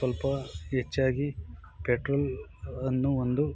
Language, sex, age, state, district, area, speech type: Kannada, male, 45-60, Karnataka, Bangalore Urban, rural, spontaneous